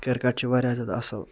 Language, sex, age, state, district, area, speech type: Kashmiri, male, 30-45, Jammu and Kashmir, Ganderbal, urban, spontaneous